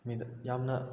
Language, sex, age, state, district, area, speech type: Manipuri, male, 18-30, Manipur, Kakching, rural, spontaneous